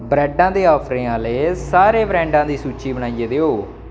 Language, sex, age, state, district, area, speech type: Dogri, male, 18-30, Jammu and Kashmir, Samba, rural, read